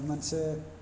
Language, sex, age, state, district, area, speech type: Bodo, male, 30-45, Assam, Chirang, urban, spontaneous